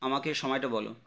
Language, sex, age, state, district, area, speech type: Bengali, male, 30-45, West Bengal, Howrah, urban, read